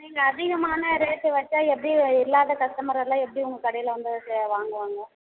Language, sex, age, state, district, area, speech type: Tamil, female, 30-45, Tamil Nadu, Tirupattur, rural, conversation